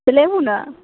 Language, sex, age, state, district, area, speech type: Maithili, female, 18-30, Bihar, Sitamarhi, rural, conversation